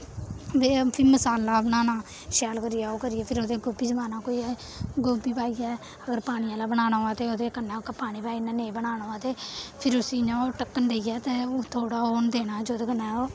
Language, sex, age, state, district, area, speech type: Dogri, female, 18-30, Jammu and Kashmir, Samba, rural, spontaneous